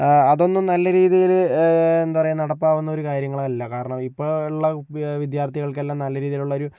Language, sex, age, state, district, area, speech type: Malayalam, male, 60+, Kerala, Kozhikode, urban, spontaneous